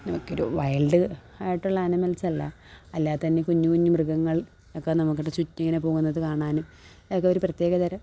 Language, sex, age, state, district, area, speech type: Malayalam, female, 18-30, Kerala, Kollam, urban, spontaneous